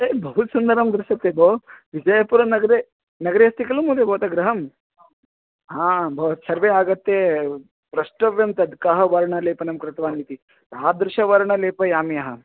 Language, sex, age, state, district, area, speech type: Sanskrit, male, 30-45, Karnataka, Vijayapura, urban, conversation